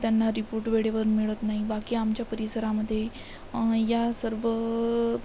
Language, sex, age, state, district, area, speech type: Marathi, female, 18-30, Maharashtra, Amravati, rural, spontaneous